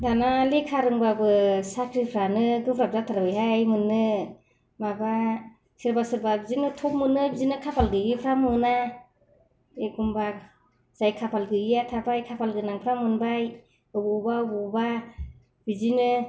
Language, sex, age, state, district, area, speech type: Bodo, female, 45-60, Assam, Kokrajhar, rural, spontaneous